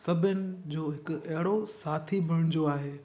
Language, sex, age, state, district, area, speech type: Sindhi, male, 18-30, Gujarat, Kutch, urban, spontaneous